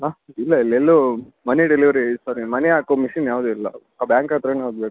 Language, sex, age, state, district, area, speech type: Kannada, male, 60+, Karnataka, Davanagere, rural, conversation